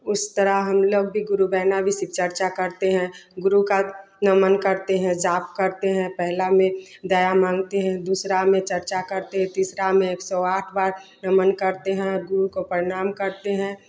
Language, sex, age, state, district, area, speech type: Hindi, female, 30-45, Bihar, Samastipur, rural, spontaneous